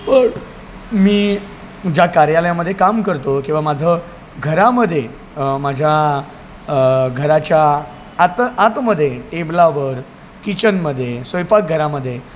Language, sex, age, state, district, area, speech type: Marathi, male, 30-45, Maharashtra, Palghar, rural, spontaneous